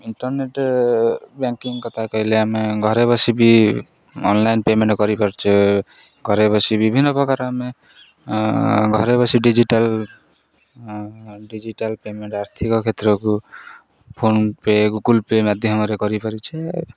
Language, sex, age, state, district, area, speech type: Odia, male, 18-30, Odisha, Jagatsinghpur, rural, spontaneous